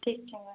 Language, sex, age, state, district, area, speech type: Hindi, female, 30-45, Madhya Pradesh, Bhopal, urban, conversation